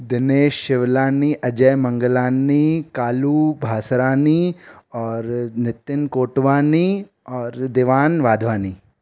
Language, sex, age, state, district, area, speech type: Sindhi, male, 18-30, Madhya Pradesh, Katni, rural, spontaneous